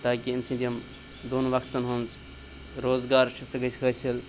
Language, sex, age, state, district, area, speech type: Kashmiri, male, 18-30, Jammu and Kashmir, Baramulla, urban, spontaneous